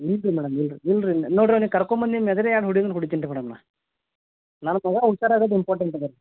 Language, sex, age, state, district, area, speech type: Kannada, male, 30-45, Karnataka, Gulbarga, urban, conversation